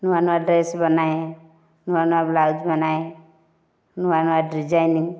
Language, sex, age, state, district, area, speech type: Odia, female, 30-45, Odisha, Nayagarh, rural, spontaneous